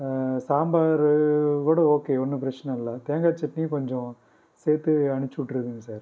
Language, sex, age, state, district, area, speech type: Tamil, male, 30-45, Tamil Nadu, Pudukkottai, rural, spontaneous